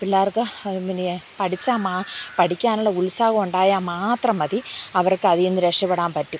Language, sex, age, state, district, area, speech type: Malayalam, female, 45-60, Kerala, Thiruvananthapuram, urban, spontaneous